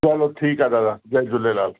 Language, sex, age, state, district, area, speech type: Sindhi, male, 60+, Gujarat, Kutch, urban, conversation